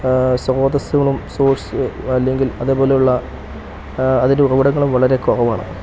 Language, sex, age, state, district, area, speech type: Malayalam, male, 30-45, Kerala, Idukki, rural, spontaneous